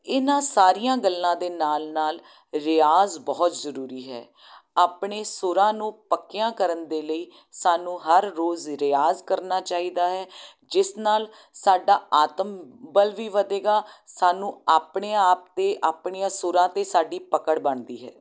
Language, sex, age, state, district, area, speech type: Punjabi, female, 30-45, Punjab, Jalandhar, urban, spontaneous